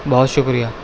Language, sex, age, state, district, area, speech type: Urdu, male, 18-30, Delhi, East Delhi, urban, spontaneous